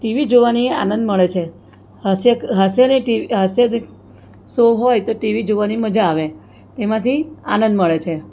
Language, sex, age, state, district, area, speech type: Gujarati, female, 60+, Gujarat, Surat, urban, spontaneous